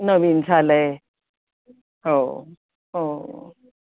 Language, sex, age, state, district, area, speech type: Marathi, female, 45-60, Maharashtra, Pune, urban, conversation